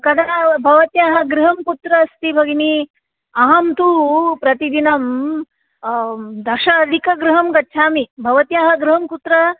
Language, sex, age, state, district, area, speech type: Sanskrit, female, 45-60, Andhra Pradesh, Nellore, urban, conversation